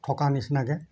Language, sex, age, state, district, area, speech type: Assamese, male, 45-60, Assam, Jorhat, urban, spontaneous